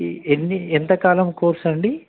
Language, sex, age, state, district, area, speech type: Telugu, male, 30-45, Telangana, Nizamabad, urban, conversation